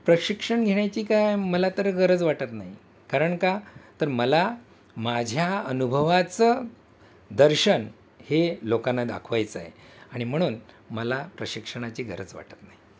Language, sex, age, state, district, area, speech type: Marathi, male, 60+, Maharashtra, Thane, rural, spontaneous